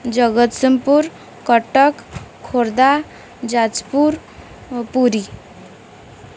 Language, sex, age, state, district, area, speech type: Odia, female, 18-30, Odisha, Jagatsinghpur, urban, spontaneous